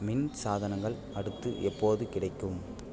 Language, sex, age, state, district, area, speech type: Tamil, male, 18-30, Tamil Nadu, Ariyalur, rural, read